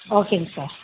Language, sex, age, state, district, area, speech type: Tamil, female, 18-30, Tamil Nadu, Madurai, urban, conversation